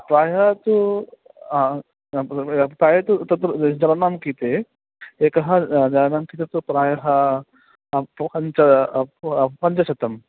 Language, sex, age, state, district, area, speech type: Sanskrit, male, 30-45, West Bengal, Dakshin Dinajpur, urban, conversation